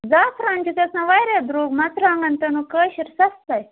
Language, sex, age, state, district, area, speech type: Kashmiri, female, 30-45, Jammu and Kashmir, Budgam, rural, conversation